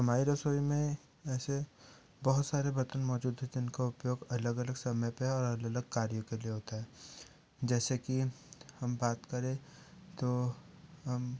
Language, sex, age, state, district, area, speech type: Hindi, male, 30-45, Madhya Pradesh, Betul, rural, spontaneous